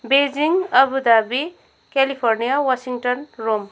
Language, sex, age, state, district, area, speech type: Nepali, female, 18-30, West Bengal, Kalimpong, rural, spontaneous